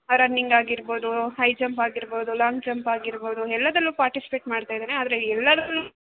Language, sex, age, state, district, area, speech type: Kannada, female, 30-45, Karnataka, Kolar, rural, conversation